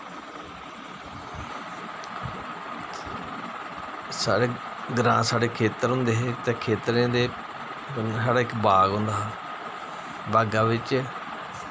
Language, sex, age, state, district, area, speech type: Dogri, male, 45-60, Jammu and Kashmir, Jammu, rural, spontaneous